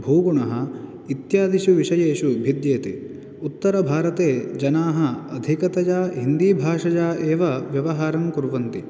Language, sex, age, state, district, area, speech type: Sanskrit, male, 18-30, Karnataka, Uttara Kannada, rural, spontaneous